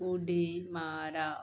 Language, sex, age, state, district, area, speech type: Marathi, female, 18-30, Maharashtra, Yavatmal, rural, read